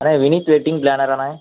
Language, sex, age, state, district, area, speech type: Tamil, male, 18-30, Tamil Nadu, Thoothukudi, rural, conversation